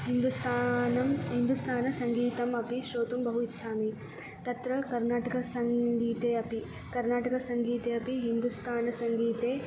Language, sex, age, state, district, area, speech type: Sanskrit, female, 18-30, Karnataka, Belgaum, urban, spontaneous